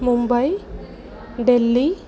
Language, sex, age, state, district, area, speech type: Sanskrit, female, 18-30, Karnataka, Udupi, rural, spontaneous